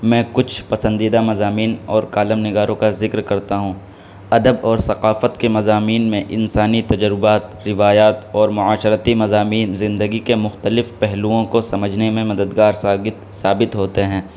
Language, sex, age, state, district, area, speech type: Urdu, male, 18-30, Uttar Pradesh, Saharanpur, urban, spontaneous